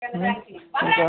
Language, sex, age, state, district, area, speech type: Telugu, male, 18-30, Andhra Pradesh, Eluru, urban, conversation